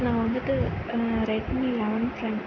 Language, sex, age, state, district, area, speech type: Tamil, female, 18-30, Tamil Nadu, Sivaganga, rural, spontaneous